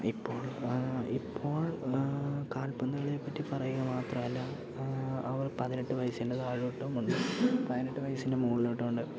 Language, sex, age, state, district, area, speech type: Malayalam, male, 18-30, Kerala, Idukki, rural, spontaneous